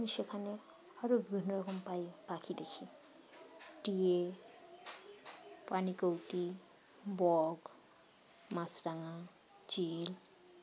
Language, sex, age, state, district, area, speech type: Bengali, female, 30-45, West Bengal, Uttar Dinajpur, urban, spontaneous